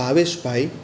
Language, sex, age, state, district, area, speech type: Gujarati, male, 30-45, Gujarat, Surat, urban, spontaneous